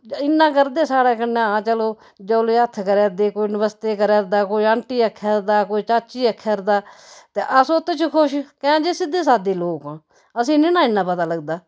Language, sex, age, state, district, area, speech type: Dogri, female, 60+, Jammu and Kashmir, Udhampur, rural, spontaneous